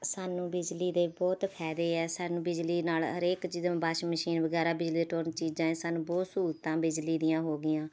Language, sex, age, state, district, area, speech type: Punjabi, female, 30-45, Punjab, Rupnagar, urban, spontaneous